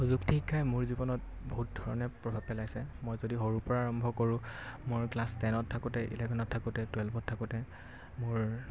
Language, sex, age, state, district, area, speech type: Assamese, male, 18-30, Assam, Golaghat, rural, spontaneous